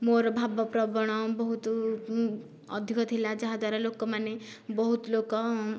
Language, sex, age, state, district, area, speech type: Odia, female, 18-30, Odisha, Nayagarh, rural, spontaneous